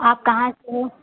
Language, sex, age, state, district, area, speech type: Hindi, female, 18-30, Uttar Pradesh, Prayagraj, rural, conversation